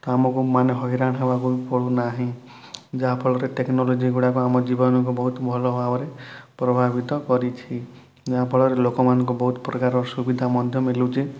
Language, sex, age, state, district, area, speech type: Odia, male, 30-45, Odisha, Kalahandi, rural, spontaneous